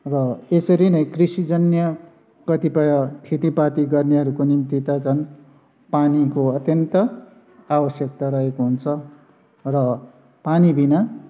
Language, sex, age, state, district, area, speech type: Nepali, male, 60+, West Bengal, Darjeeling, rural, spontaneous